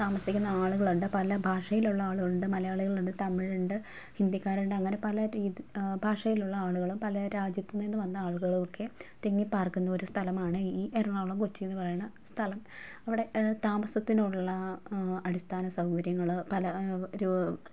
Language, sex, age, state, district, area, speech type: Malayalam, female, 30-45, Kerala, Ernakulam, rural, spontaneous